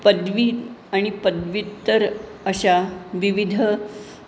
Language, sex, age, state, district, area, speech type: Marathi, female, 60+, Maharashtra, Pune, urban, spontaneous